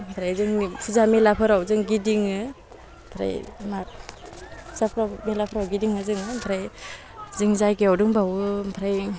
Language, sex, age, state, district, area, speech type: Bodo, female, 18-30, Assam, Udalguri, rural, spontaneous